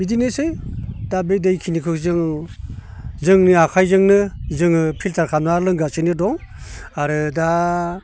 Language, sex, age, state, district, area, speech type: Bodo, male, 60+, Assam, Baksa, urban, spontaneous